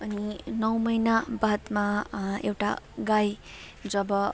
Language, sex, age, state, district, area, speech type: Nepali, female, 30-45, West Bengal, Kalimpong, rural, spontaneous